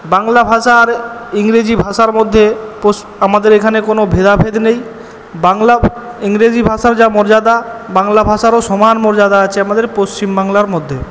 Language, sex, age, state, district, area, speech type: Bengali, male, 18-30, West Bengal, Purba Bardhaman, urban, spontaneous